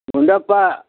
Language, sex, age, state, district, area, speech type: Kannada, male, 60+, Karnataka, Bidar, rural, conversation